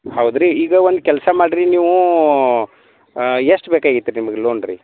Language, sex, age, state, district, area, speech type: Kannada, male, 30-45, Karnataka, Vijayapura, rural, conversation